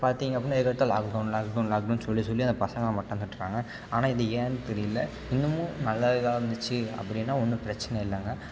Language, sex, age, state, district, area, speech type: Tamil, male, 18-30, Tamil Nadu, Tiruppur, rural, spontaneous